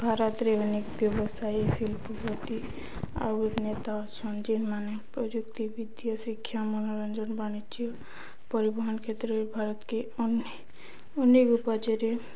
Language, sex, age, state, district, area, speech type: Odia, female, 18-30, Odisha, Balangir, urban, spontaneous